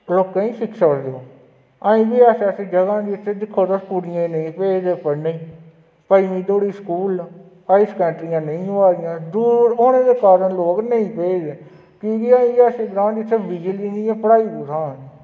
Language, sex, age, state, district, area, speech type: Dogri, male, 18-30, Jammu and Kashmir, Udhampur, rural, spontaneous